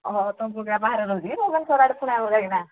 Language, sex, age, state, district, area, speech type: Odia, female, 60+, Odisha, Angul, rural, conversation